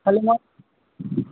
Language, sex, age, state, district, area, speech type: Assamese, male, 45-60, Assam, Golaghat, rural, conversation